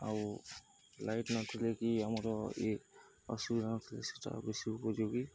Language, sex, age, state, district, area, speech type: Odia, male, 30-45, Odisha, Nuapada, urban, spontaneous